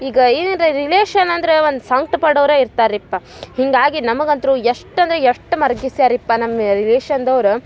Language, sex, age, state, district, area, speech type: Kannada, female, 18-30, Karnataka, Dharwad, rural, spontaneous